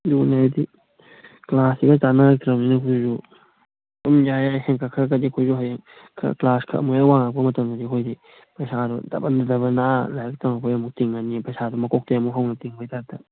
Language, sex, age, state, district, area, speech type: Manipuri, male, 18-30, Manipur, Kangpokpi, urban, conversation